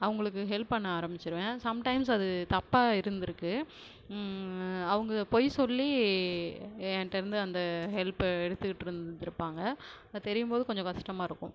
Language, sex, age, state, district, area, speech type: Tamil, female, 30-45, Tamil Nadu, Cuddalore, rural, spontaneous